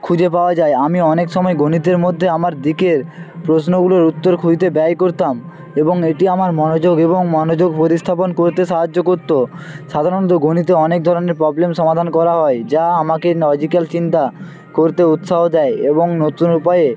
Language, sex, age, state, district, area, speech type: Bengali, male, 45-60, West Bengal, Jhargram, rural, spontaneous